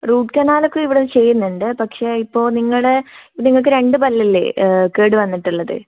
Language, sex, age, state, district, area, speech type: Malayalam, female, 18-30, Kerala, Kannur, rural, conversation